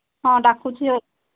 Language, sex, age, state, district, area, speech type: Odia, female, 45-60, Odisha, Sambalpur, rural, conversation